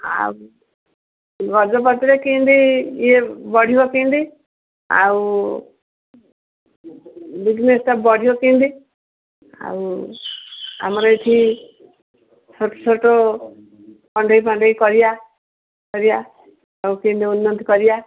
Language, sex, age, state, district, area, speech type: Odia, female, 60+, Odisha, Gajapati, rural, conversation